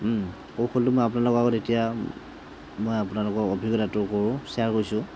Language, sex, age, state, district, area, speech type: Assamese, male, 45-60, Assam, Morigaon, rural, spontaneous